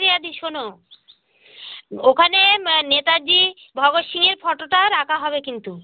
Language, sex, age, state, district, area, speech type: Bengali, female, 45-60, West Bengal, North 24 Parganas, rural, conversation